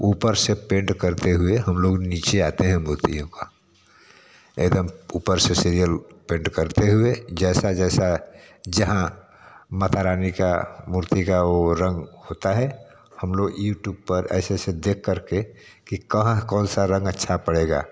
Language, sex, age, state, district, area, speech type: Hindi, male, 45-60, Uttar Pradesh, Varanasi, urban, spontaneous